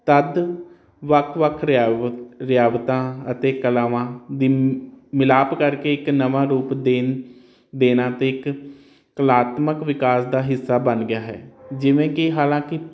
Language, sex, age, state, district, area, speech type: Punjabi, male, 30-45, Punjab, Hoshiarpur, urban, spontaneous